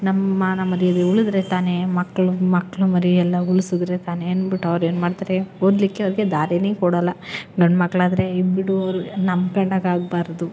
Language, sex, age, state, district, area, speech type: Kannada, female, 18-30, Karnataka, Chamarajanagar, rural, spontaneous